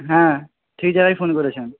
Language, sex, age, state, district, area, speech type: Bengali, male, 18-30, West Bengal, Jhargram, rural, conversation